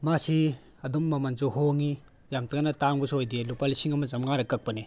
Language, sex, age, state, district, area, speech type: Manipuri, male, 18-30, Manipur, Tengnoupal, rural, spontaneous